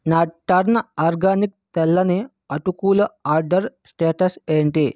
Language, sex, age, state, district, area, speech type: Telugu, male, 30-45, Andhra Pradesh, Vizianagaram, urban, read